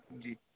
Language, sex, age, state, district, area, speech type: Urdu, male, 18-30, Uttar Pradesh, Saharanpur, urban, conversation